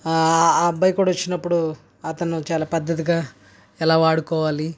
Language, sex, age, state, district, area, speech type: Telugu, male, 30-45, Andhra Pradesh, West Godavari, rural, spontaneous